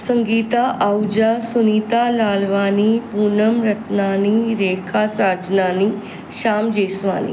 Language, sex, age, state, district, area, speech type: Sindhi, female, 45-60, Maharashtra, Mumbai Suburban, urban, spontaneous